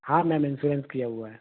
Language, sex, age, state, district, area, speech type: Hindi, male, 30-45, Madhya Pradesh, Betul, urban, conversation